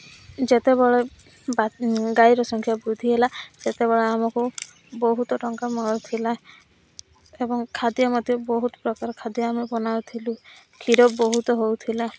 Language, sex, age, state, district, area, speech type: Odia, female, 18-30, Odisha, Rayagada, rural, spontaneous